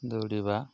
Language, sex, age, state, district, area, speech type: Odia, male, 18-30, Odisha, Nuapada, urban, spontaneous